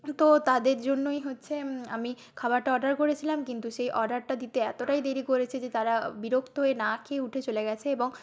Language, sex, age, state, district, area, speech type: Bengali, female, 30-45, West Bengal, Nadia, rural, spontaneous